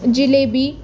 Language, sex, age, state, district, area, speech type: Marathi, female, 18-30, Maharashtra, Osmanabad, rural, spontaneous